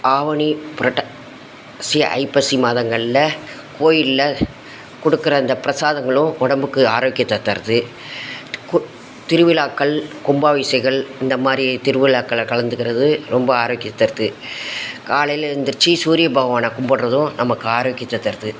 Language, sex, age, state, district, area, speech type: Tamil, female, 60+, Tamil Nadu, Tiruchirappalli, rural, spontaneous